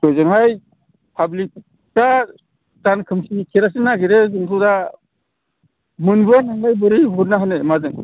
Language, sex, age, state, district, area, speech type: Bodo, male, 60+, Assam, Udalguri, rural, conversation